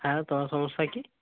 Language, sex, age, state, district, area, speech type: Bengali, male, 60+, West Bengal, Purba Medinipur, rural, conversation